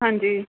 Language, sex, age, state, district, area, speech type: Punjabi, female, 45-60, Punjab, Gurdaspur, urban, conversation